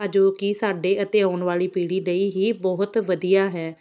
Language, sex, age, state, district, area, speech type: Punjabi, female, 30-45, Punjab, Shaheed Bhagat Singh Nagar, rural, spontaneous